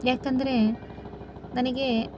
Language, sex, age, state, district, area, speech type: Kannada, female, 18-30, Karnataka, Chikkaballapur, rural, spontaneous